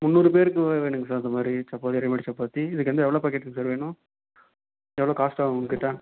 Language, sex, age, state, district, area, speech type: Tamil, male, 18-30, Tamil Nadu, Erode, rural, conversation